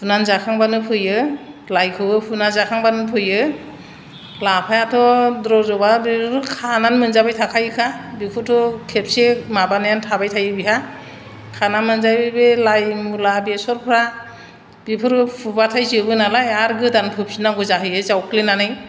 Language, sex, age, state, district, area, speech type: Bodo, female, 60+, Assam, Chirang, urban, spontaneous